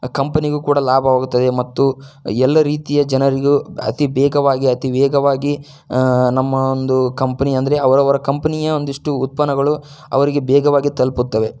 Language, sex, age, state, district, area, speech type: Kannada, male, 30-45, Karnataka, Tumkur, rural, spontaneous